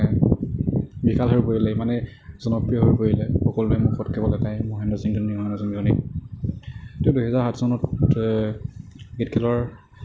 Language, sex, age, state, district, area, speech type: Assamese, male, 18-30, Assam, Kamrup Metropolitan, urban, spontaneous